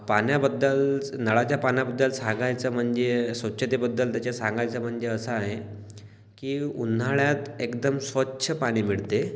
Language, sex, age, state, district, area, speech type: Marathi, male, 18-30, Maharashtra, Washim, rural, spontaneous